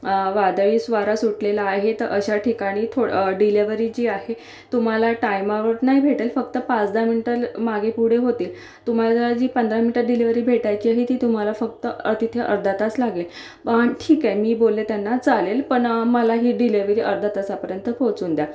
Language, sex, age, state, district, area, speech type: Marathi, female, 45-60, Maharashtra, Akola, urban, spontaneous